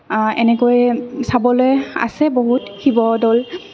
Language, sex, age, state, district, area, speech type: Assamese, female, 18-30, Assam, Kamrup Metropolitan, urban, spontaneous